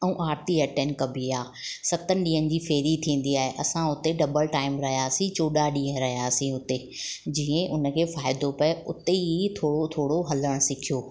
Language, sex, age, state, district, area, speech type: Sindhi, female, 30-45, Gujarat, Ahmedabad, urban, spontaneous